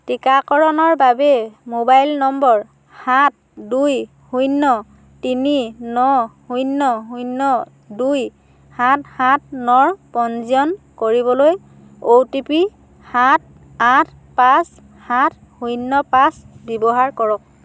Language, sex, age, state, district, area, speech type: Assamese, female, 30-45, Assam, Dhemaji, rural, read